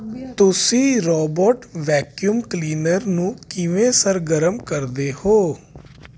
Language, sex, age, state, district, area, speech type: Punjabi, male, 30-45, Punjab, Jalandhar, urban, read